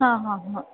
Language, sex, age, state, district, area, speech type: Marathi, female, 30-45, Maharashtra, Ahmednagar, urban, conversation